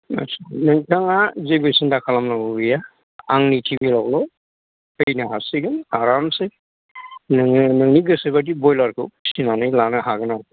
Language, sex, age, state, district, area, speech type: Bodo, male, 60+, Assam, Kokrajhar, urban, conversation